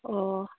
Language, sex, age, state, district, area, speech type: Manipuri, female, 45-60, Manipur, Churachandpur, urban, conversation